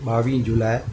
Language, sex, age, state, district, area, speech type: Sindhi, male, 60+, Maharashtra, Thane, urban, spontaneous